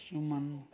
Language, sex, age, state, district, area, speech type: Nepali, male, 60+, West Bengal, Kalimpong, rural, spontaneous